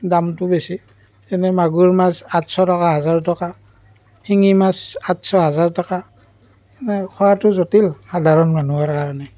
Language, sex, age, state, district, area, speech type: Assamese, male, 30-45, Assam, Barpeta, rural, spontaneous